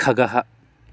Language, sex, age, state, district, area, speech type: Sanskrit, male, 18-30, Andhra Pradesh, West Godavari, rural, read